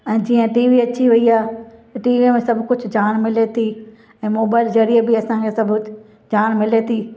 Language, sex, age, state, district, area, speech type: Sindhi, female, 60+, Gujarat, Kutch, rural, spontaneous